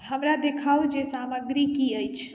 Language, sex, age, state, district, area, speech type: Maithili, female, 60+, Bihar, Madhubani, rural, read